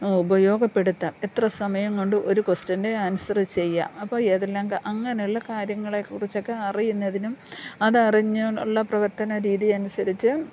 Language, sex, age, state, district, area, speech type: Malayalam, female, 45-60, Kerala, Thiruvananthapuram, urban, spontaneous